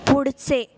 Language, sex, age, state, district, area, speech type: Marathi, female, 18-30, Maharashtra, Sindhudurg, rural, read